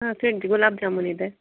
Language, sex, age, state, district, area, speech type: Kannada, female, 30-45, Karnataka, Mysore, urban, conversation